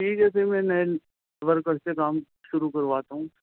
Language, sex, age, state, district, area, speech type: Urdu, male, 45-60, Delhi, South Delhi, urban, conversation